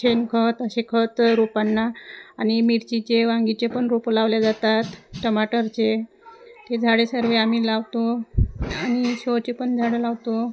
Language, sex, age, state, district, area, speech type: Marathi, female, 30-45, Maharashtra, Wardha, rural, spontaneous